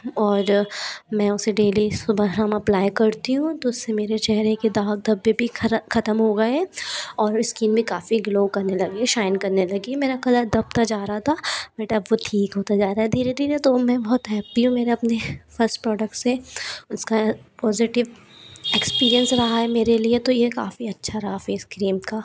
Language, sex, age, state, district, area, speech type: Hindi, female, 45-60, Madhya Pradesh, Bhopal, urban, spontaneous